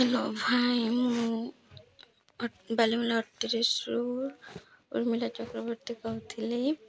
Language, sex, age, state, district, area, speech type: Odia, female, 30-45, Odisha, Malkangiri, urban, spontaneous